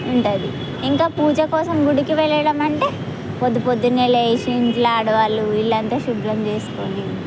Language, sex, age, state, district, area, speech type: Telugu, female, 18-30, Telangana, Mahbubnagar, rural, spontaneous